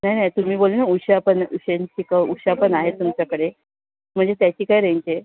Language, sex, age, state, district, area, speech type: Marathi, female, 18-30, Maharashtra, Thane, urban, conversation